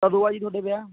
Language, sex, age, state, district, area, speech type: Punjabi, male, 30-45, Punjab, Barnala, rural, conversation